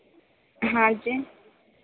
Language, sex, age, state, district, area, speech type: Hindi, female, 18-30, Madhya Pradesh, Harda, rural, conversation